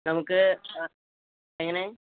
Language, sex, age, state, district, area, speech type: Malayalam, male, 18-30, Kerala, Malappuram, rural, conversation